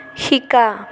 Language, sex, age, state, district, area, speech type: Assamese, female, 18-30, Assam, Sonitpur, rural, read